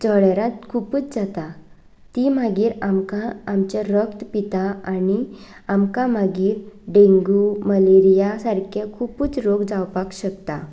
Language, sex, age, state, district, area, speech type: Goan Konkani, female, 18-30, Goa, Canacona, rural, spontaneous